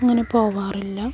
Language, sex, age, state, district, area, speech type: Malayalam, female, 45-60, Kerala, Malappuram, rural, spontaneous